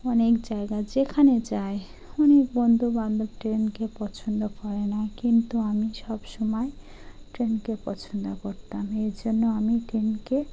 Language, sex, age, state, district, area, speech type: Bengali, female, 30-45, West Bengal, Dakshin Dinajpur, urban, spontaneous